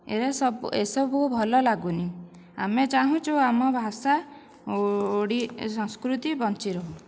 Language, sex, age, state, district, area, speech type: Odia, female, 30-45, Odisha, Dhenkanal, rural, spontaneous